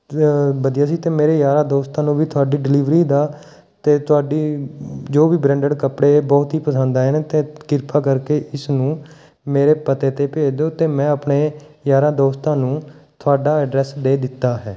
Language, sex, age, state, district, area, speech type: Punjabi, male, 30-45, Punjab, Mohali, rural, spontaneous